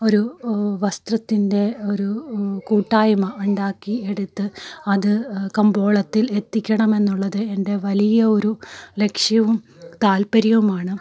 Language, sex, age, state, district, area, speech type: Malayalam, female, 30-45, Kerala, Malappuram, rural, spontaneous